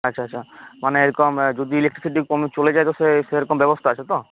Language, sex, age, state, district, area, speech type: Bengali, male, 18-30, West Bengal, Uttar Dinajpur, rural, conversation